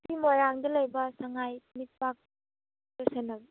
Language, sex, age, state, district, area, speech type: Manipuri, female, 18-30, Manipur, Churachandpur, rural, conversation